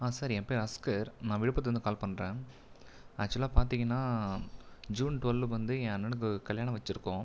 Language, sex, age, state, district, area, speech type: Tamil, male, 18-30, Tamil Nadu, Viluppuram, urban, spontaneous